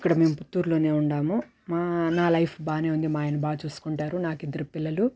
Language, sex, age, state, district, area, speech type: Telugu, female, 30-45, Andhra Pradesh, Sri Balaji, urban, spontaneous